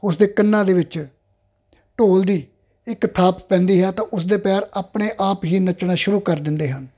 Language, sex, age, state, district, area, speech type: Punjabi, male, 45-60, Punjab, Ludhiana, urban, spontaneous